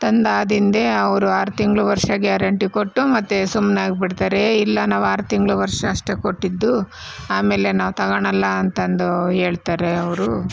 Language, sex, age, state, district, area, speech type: Kannada, female, 45-60, Karnataka, Chitradurga, rural, spontaneous